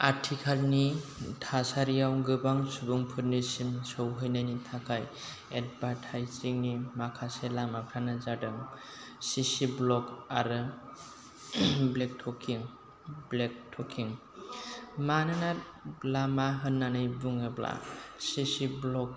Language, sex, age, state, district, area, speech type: Bodo, male, 30-45, Assam, Chirang, rural, spontaneous